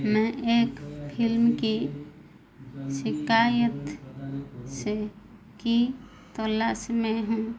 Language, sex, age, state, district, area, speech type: Hindi, female, 45-60, Madhya Pradesh, Chhindwara, rural, read